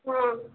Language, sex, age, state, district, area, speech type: Maithili, female, 18-30, Bihar, Samastipur, urban, conversation